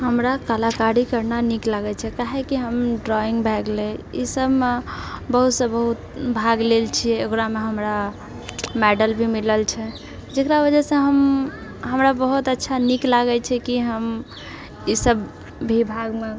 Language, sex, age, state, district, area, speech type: Maithili, female, 45-60, Bihar, Purnia, rural, spontaneous